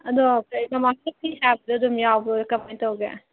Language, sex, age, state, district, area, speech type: Manipuri, female, 30-45, Manipur, Senapati, rural, conversation